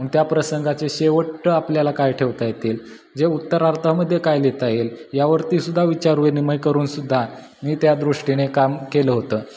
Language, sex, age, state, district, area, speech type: Marathi, male, 18-30, Maharashtra, Satara, rural, spontaneous